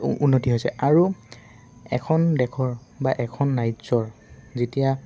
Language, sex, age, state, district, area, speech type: Assamese, male, 18-30, Assam, Dibrugarh, urban, spontaneous